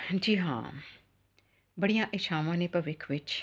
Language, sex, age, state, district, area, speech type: Punjabi, female, 45-60, Punjab, Ludhiana, urban, spontaneous